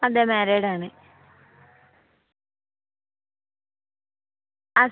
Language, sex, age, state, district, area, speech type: Malayalam, female, 30-45, Kerala, Kozhikode, urban, conversation